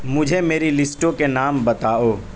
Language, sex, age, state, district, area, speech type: Urdu, male, 18-30, Uttar Pradesh, Saharanpur, urban, read